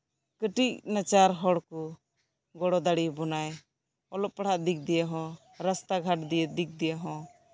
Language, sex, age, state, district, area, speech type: Santali, female, 18-30, West Bengal, Birbhum, rural, spontaneous